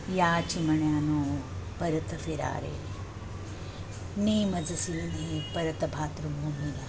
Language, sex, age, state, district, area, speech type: Marathi, female, 60+, Maharashtra, Thane, urban, spontaneous